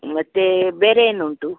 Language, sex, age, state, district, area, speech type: Kannada, female, 60+, Karnataka, Udupi, rural, conversation